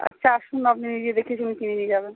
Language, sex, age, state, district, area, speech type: Bengali, female, 18-30, West Bengal, Uttar Dinajpur, urban, conversation